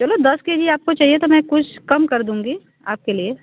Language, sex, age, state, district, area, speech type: Hindi, female, 30-45, Uttar Pradesh, Varanasi, rural, conversation